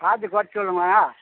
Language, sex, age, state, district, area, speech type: Tamil, male, 45-60, Tamil Nadu, Tiruvannamalai, rural, conversation